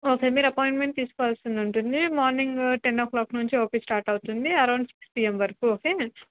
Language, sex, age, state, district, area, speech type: Telugu, female, 18-30, Andhra Pradesh, Kurnool, urban, conversation